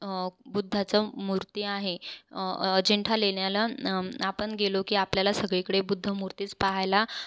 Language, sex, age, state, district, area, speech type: Marathi, female, 18-30, Maharashtra, Buldhana, rural, spontaneous